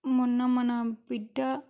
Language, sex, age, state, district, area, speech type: Telugu, female, 18-30, Andhra Pradesh, Krishna, urban, spontaneous